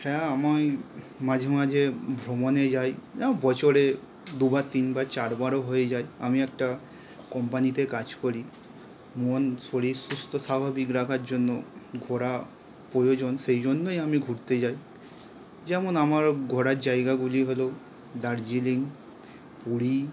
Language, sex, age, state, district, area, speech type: Bengali, male, 18-30, West Bengal, Howrah, urban, spontaneous